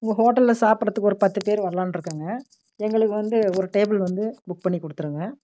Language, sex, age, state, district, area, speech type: Tamil, female, 45-60, Tamil Nadu, Namakkal, rural, spontaneous